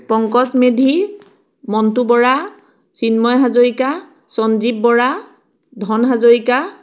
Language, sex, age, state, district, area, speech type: Assamese, female, 30-45, Assam, Biswanath, rural, spontaneous